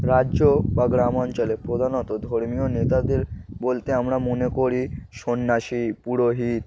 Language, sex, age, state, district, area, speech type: Bengali, male, 18-30, West Bengal, Darjeeling, urban, spontaneous